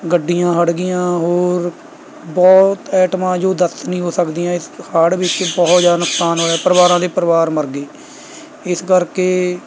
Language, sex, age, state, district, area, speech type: Punjabi, male, 18-30, Punjab, Mohali, rural, spontaneous